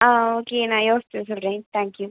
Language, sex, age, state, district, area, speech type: Tamil, female, 18-30, Tamil Nadu, Pudukkottai, rural, conversation